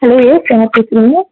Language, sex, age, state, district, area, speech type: Tamil, female, 18-30, Tamil Nadu, Mayiladuthurai, urban, conversation